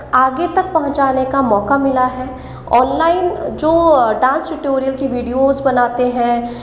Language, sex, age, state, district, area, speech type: Hindi, female, 18-30, Rajasthan, Jaipur, urban, spontaneous